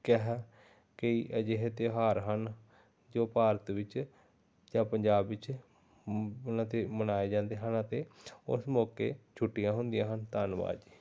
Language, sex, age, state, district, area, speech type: Punjabi, male, 30-45, Punjab, Pathankot, rural, spontaneous